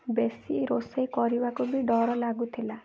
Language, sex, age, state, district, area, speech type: Odia, female, 18-30, Odisha, Ganjam, urban, spontaneous